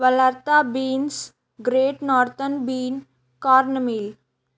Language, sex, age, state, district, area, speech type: Telugu, female, 18-30, Telangana, Kamareddy, urban, spontaneous